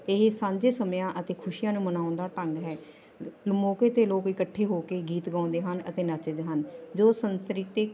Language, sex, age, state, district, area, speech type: Punjabi, female, 45-60, Punjab, Barnala, rural, spontaneous